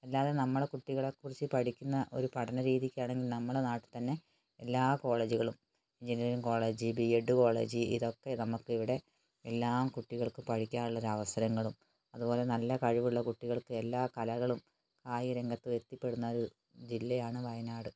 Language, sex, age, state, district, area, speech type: Malayalam, female, 60+, Kerala, Wayanad, rural, spontaneous